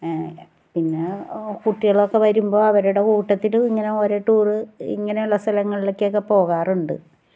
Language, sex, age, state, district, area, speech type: Malayalam, female, 60+, Kerala, Ernakulam, rural, spontaneous